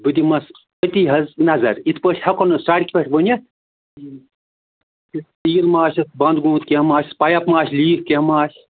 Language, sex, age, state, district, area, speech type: Kashmiri, male, 45-60, Jammu and Kashmir, Ganderbal, rural, conversation